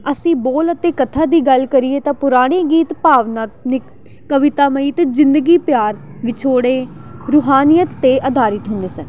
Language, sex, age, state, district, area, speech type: Punjabi, female, 18-30, Punjab, Jalandhar, urban, spontaneous